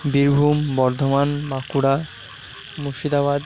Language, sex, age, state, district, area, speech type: Bengali, male, 45-60, West Bengal, Purba Bardhaman, rural, spontaneous